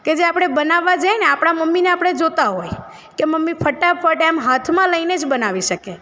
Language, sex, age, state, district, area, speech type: Gujarati, female, 30-45, Gujarat, Narmada, rural, spontaneous